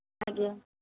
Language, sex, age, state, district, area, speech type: Odia, female, 30-45, Odisha, Puri, urban, conversation